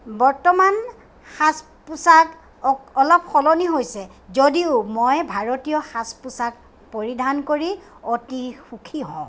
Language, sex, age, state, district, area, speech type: Assamese, female, 45-60, Assam, Kamrup Metropolitan, urban, spontaneous